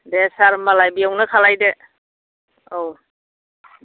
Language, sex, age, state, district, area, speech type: Bodo, female, 45-60, Assam, Kokrajhar, rural, conversation